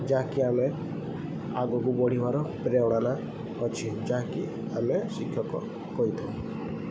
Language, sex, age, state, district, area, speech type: Odia, male, 18-30, Odisha, Sundergarh, urban, spontaneous